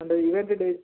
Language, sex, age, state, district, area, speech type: Telugu, male, 18-30, Andhra Pradesh, Srikakulam, urban, conversation